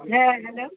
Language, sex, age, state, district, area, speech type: Bengali, female, 60+, West Bengal, Hooghly, rural, conversation